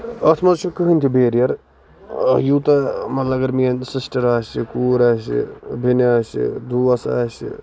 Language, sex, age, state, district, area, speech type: Kashmiri, male, 18-30, Jammu and Kashmir, Budgam, rural, spontaneous